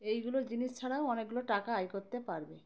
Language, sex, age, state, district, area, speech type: Bengali, female, 30-45, West Bengal, Uttar Dinajpur, urban, spontaneous